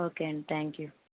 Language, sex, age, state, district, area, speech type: Telugu, female, 18-30, Andhra Pradesh, N T Rama Rao, rural, conversation